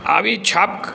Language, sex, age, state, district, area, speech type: Gujarati, male, 60+, Gujarat, Aravalli, urban, spontaneous